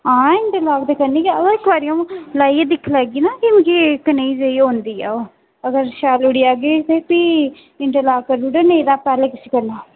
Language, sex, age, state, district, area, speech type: Dogri, female, 18-30, Jammu and Kashmir, Udhampur, rural, conversation